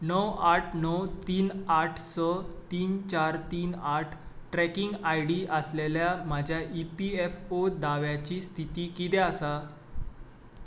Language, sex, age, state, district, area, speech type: Goan Konkani, male, 18-30, Goa, Tiswadi, rural, read